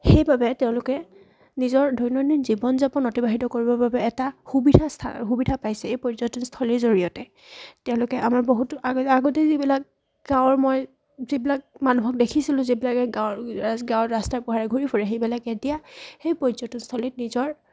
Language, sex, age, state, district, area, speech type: Assamese, female, 18-30, Assam, Charaideo, rural, spontaneous